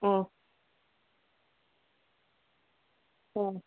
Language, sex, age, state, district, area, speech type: Kannada, female, 45-60, Karnataka, Chikkaballapur, rural, conversation